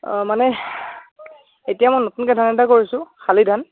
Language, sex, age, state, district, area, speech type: Assamese, male, 18-30, Assam, Dhemaji, rural, conversation